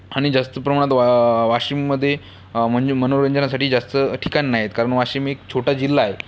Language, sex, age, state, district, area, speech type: Marathi, male, 18-30, Maharashtra, Washim, rural, spontaneous